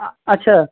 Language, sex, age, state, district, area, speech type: Hindi, male, 30-45, Uttar Pradesh, Azamgarh, rural, conversation